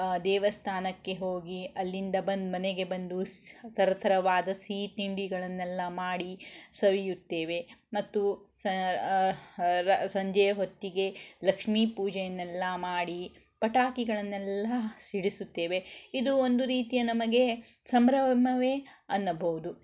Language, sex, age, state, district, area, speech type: Kannada, female, 45-60, Karnataka, Shimoga, rural, spontaneous